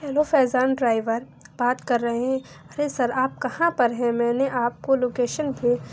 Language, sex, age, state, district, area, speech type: Urdu, female, 30-45, Uttar Pradesh, Lucknow, urban, spontaneous